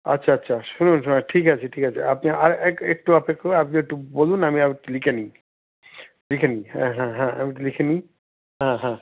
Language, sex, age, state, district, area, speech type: Bengali, male, 60+, West Bengal, Howrah, urban, conversation